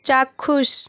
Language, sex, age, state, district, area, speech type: Bengali, female, 18-30, West Bengal, Hooghly, urban, read